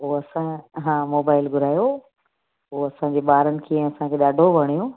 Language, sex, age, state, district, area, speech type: Sindhi, female, 45-60, Gujarat, Kutch, urban, conversation